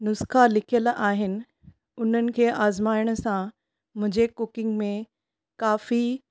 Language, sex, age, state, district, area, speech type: Sindhi, female, 30-45, Maharashtra, Thane, urban, spontaneous